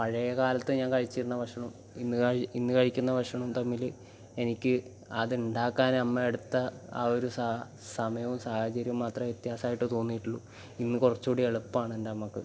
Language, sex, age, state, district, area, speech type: Malayalam, male, 18-30, Kerala, Kasaragod, rural, spontaneous